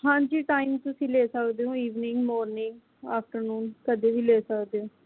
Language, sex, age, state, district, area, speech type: Punjabi, female, 18-30, Punjab, Mohali, rural, conversation